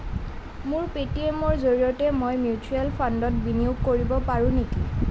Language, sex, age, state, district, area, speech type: Assamese, female, 18-30, Assam, Nalbari, rural, read